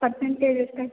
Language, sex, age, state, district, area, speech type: Kannada, female, 18-30, Karnataka, Chitradurga, rural, conversation